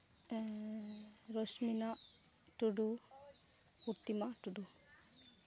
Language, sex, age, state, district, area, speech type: Santali, female, 18-30, West Bengal, Malda, rural, spontaneous